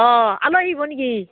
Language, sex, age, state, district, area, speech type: Assamese, female, 45-60, Assam, Barpeta, rural, conversation